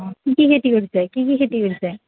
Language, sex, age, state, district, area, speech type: Assamese, female, 18-30, Assam, Kamrup Metropolitan, urban, conversation